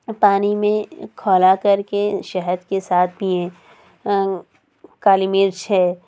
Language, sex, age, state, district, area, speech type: Urdu, female, 60+, Uttar Pradesh, Lucknow, urban, spontaneous